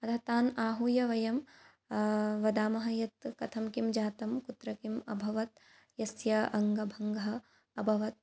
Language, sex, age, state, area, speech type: Sanskrit, female, 18-30, Assam, rural, spontaneous